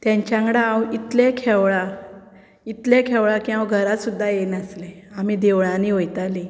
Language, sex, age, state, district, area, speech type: Goan Konkani, female, 30-45, Goa, Bardez, rural, spontaneous